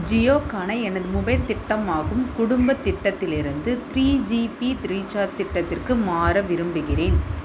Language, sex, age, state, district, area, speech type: Tamil, female, 30-45, Tamil Nadu, Vellore, urban, read